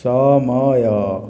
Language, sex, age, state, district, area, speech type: Odia, male, 18-30, Odisha, Boudh, rural, read